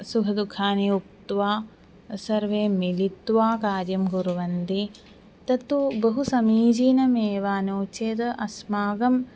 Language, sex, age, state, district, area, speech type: Sanskrit, female, 18-30, Kerala, Thiruvananthapuram, urban, spontaneous